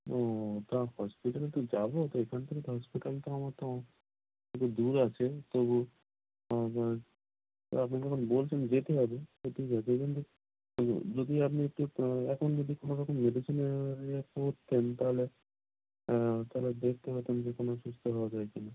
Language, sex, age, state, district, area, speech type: Bengali, male, 18-30, West Bengal, North 24 Parganas, rural, conversation